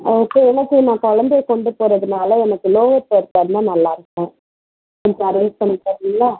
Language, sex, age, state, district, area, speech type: Tamil, female, 30-45, Tamil Nadu, Pudukkottai, urban, conversation